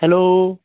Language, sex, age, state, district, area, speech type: Assamese, male, 30-45, Assam, Jorhat, urban, conversation